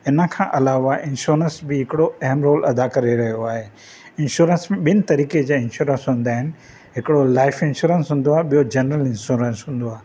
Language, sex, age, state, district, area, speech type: Sindhi, male, 45-60, Maharashtra, Thane, urban, spontaneous